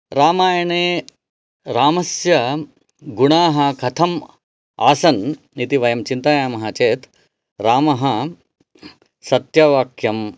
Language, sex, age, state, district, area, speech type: Sanskrit, male, 30-45, Karnataka, Chikkaballapur, urban, spontaneous